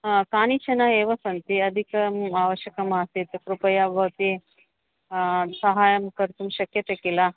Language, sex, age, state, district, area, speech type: Sanskrit, female, 45-60, Karnataka, Bangalore Urban, urban, conversation